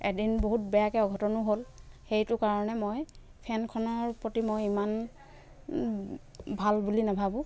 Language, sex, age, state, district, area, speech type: Assamese, female, 30-45, Assam, Dhemaji, rural, spontaneous